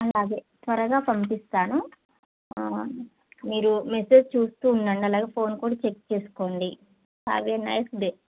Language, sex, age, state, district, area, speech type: Telugu, female, 30-45, Telangana, Bhadradri Kothagudem, urban, conversation